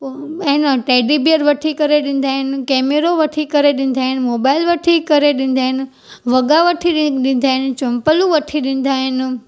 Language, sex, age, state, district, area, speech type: Sindhi, female, 18-30, Gujarat, Junagadh, urban, spontaneous